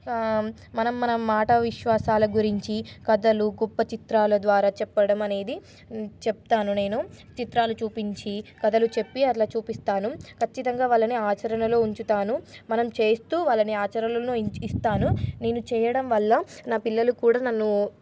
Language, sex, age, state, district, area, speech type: Telugu, female, 18-30, Telangana, Nizamabad, urban, spontaneous